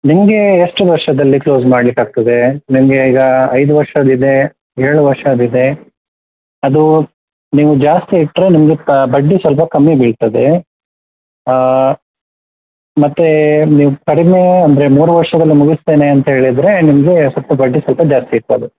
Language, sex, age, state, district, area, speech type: Kannada, male, 30-45, Karnataka, Udupi, rural, conversation